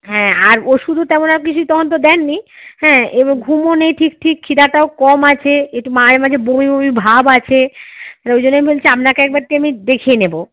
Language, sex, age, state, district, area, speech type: Bengali, female, 45-60, West Bengal, Jalpaiguri, rural, conversation